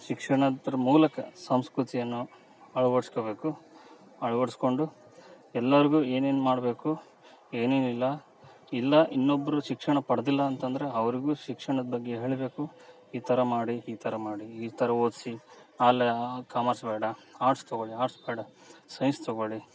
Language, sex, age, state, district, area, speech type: Kannada, male, 30-45, Karnataka, Vijayanagara, rural, spontaneous